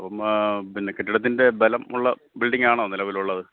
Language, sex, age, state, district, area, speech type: Malayalam, male, 30-45, Kerala, Thiruvananthapuram, urban, conversation